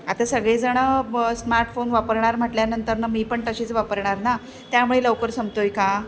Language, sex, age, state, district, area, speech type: Marathi, female, 45-60, Maharashtra, Ratnagiri, urban, spontaneous